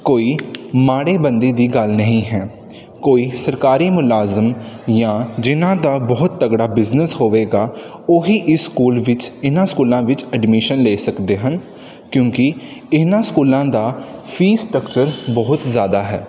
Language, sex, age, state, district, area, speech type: Punjabi, male, 18-30, Punjab, Pathankot, rural, spontaneous